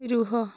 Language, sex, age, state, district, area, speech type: Odia, female, 18-30, Odisha, Kalahandi, rural, read